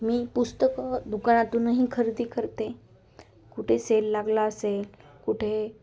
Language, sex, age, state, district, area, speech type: Marathi, female, 18-30, Maharashtra, Osmanabad, rural, spontaneous